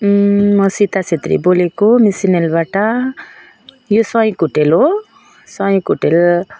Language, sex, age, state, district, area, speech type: Nepali, female, 45-60, West Bengal, Jalpaiguri, urban, spontaneous